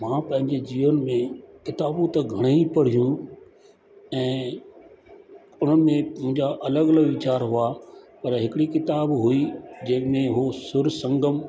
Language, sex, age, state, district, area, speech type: Sindhi, male, 60+, Rajasthan, Ajmer, rural, spontaneous